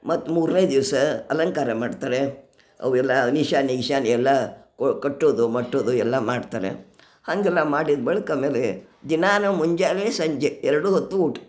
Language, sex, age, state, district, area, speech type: Kannada, female, 60+, Karnataka, Gadag, rural, spontaneous